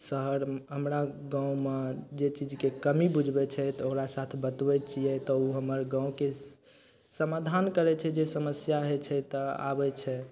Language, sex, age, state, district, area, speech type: Maithili, male, 18-30, Bihar, Madhepura, rural, spontaneous